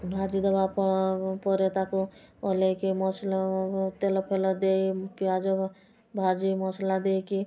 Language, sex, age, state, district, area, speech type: Odia, female, 45-60, Odisha, Mayurbhanj, rural, spontaneous